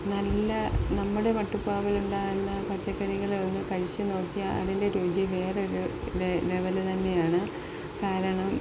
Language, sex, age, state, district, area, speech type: Malayalam, female, 30-45, Kerala, Palakkad, rural, spontaneous